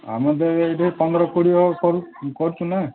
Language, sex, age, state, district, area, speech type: Odia, male, 60+, Odisha, Gajapati, rural, conversation